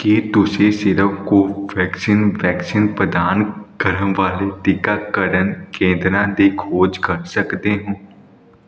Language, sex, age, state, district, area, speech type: Punjabi, male, 18-30, Punjab, Hoshiarpur, urban, read